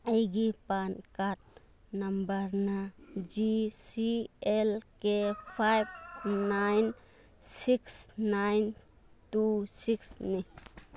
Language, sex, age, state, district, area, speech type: Manipuri, female, 30-45, Manipur, Churachandpur, rural, read